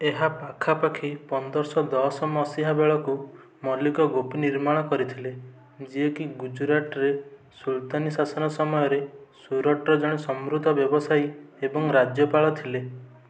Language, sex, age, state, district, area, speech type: Odia, male, 18-30, Odisha, Kendujhar, urban, read